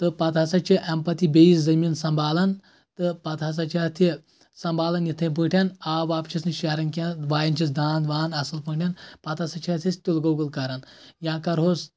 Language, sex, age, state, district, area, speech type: Kashmiri, male, 18-30, Jammu and Kashmir, Anantnag, rural, spontaneous